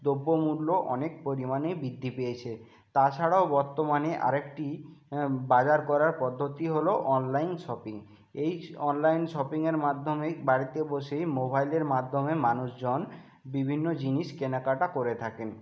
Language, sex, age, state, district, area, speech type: Bengali, male, 45-60, West Bengal, Jhargram, rural, spontaneous